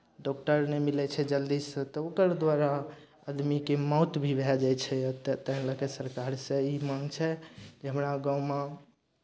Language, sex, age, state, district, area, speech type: Maithili, male, 18-30, Bihar, Madhepura, rural, spontaneous